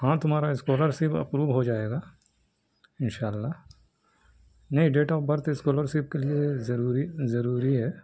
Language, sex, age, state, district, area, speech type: Urdu, male, 30-45, Bihar, Gaya, urban, spontaneous